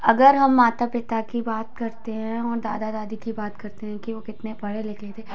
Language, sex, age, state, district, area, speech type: Hindi, female, 18-30, Madhya Pradesh, Hoshangabad, urban, spontaneous